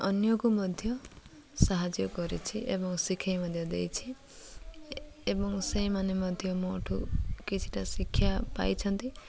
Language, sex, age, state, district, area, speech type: Odia, female, 30-45, Odisha, Koraput, urban, spontaneous